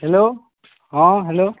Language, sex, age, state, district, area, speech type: Odia, male, 45-60, Odisha, Nuapada, urban, conversation